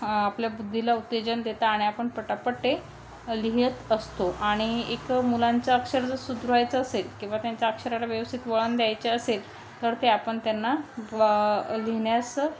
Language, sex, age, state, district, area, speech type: Marathi, female, 30-45, Maharashtra, Thane, urban, spontaneous